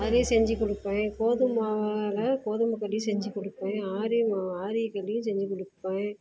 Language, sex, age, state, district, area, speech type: Tamil, female, 30-45, Tamil Nadu, Salem, rural, spontaneous